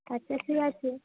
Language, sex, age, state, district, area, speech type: Bengali, female, 30-45, West Bengal, Darjeeling, rural, conversation